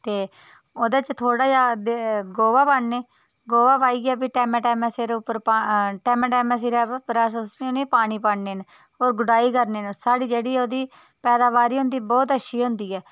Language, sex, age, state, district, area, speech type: Dogri, female, 30-45, Jammu and Kashmir, Udhampur, rural, spontaneous